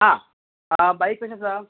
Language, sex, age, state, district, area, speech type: Goan Konkani, male, 18-30, Goa, Bardez, urban, conversation